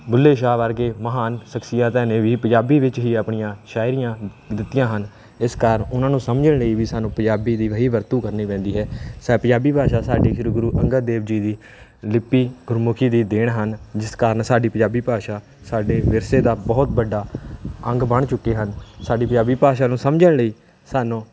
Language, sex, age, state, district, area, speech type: Punjabi, male, 18-30, Punjab, Kapurthala, urban, spontaneous